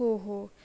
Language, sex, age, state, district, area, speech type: Marathi, female, 45-60, Maharashtra, Akola, rural, spontaneous